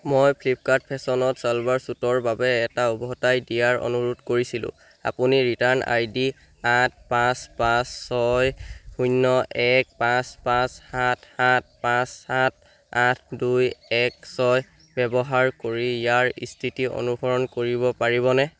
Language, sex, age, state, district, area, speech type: Assamese, male, 18-30, Assam, Sivasagar, rural, read